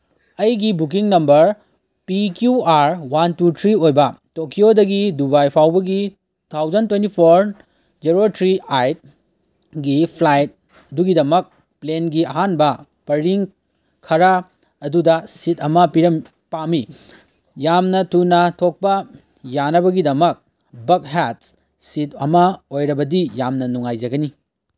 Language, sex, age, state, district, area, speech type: Manipuri, male, 18-30, Manipur, Kangpokpi, urban, read